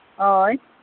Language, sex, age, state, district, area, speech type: Santali, female, 45-60, Jharkhand, Seraikela Kharsawan, rural, conversation